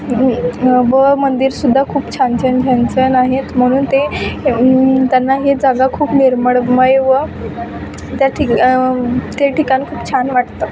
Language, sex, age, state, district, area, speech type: Marathi, female, 18-30, Maharashtra, Wardha, rural, spontaneous